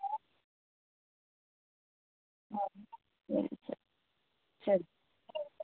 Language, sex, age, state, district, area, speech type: Kannada, female, 18-30, Karnataka, Tumkur, urban, conversation